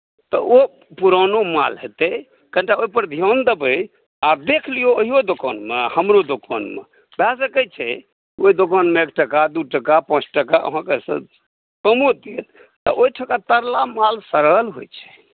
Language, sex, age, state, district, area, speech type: Maithili, male, 45-60, Bihar, Saharsa, urban, conversation